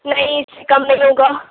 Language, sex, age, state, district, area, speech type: Urdu, female, 18-30, Uttar Pradesh, Gautam Buddha Nagar, rural, conversation